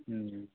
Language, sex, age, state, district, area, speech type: Kannada, male, 18-30, Karnataka, Chitradurga, rural, conversation